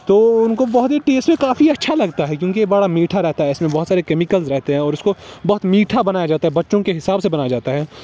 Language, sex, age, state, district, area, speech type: Urdu, male, 18-30, Jammu and Kashmir, Srinagar, urban, spontaneous